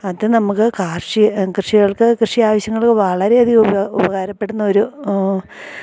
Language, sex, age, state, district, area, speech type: Malayalam, female, 45-60, Kerala, Idukki, rural, spontaneous